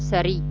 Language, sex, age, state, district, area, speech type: Tamil, female, 45-60, Tamil Nadu, Mayiladuthurai, urban, read